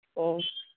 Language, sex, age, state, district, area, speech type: Manipuri, female, 60+, Manipur, Imphal East, rural, conversation